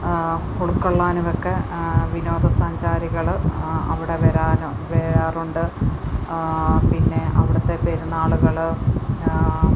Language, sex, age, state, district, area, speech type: Malayalam, female, 30-45, Kerala, Alappuzha, rural, spontaneous